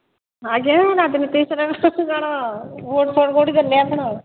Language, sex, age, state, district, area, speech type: Odia, female, 45-60, Odisha, Angul, rural, conversation